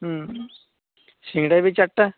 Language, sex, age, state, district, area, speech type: Odia, male, 45-60, Odisha, Gajapati, rural, conversation